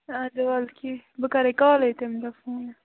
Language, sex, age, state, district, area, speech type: Kashmiri, female, 18-30, Jammu and Kashmir, Budgam, rural, conversation